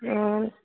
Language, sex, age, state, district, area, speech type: Assamese, female, 30-45, Assam, Barpeta, rural, conversation